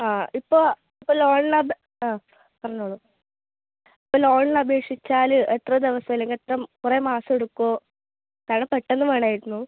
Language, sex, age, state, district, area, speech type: Malayalam, female, 18-30, Kerala, Kasaragod, rural, conversation